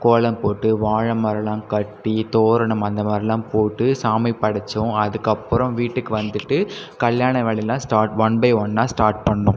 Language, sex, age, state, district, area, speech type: Tamil, male, 18-30, Tamil Nadu, Cuddalore, rural, spontaneous